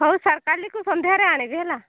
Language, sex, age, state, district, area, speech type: Odia, female, 18-30, Odisha, Nabarangpur, urban, conversation